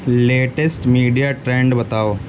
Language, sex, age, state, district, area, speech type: Urdu, male, 18-30, Uttar Pradesh, Siddharthnagar, rural, read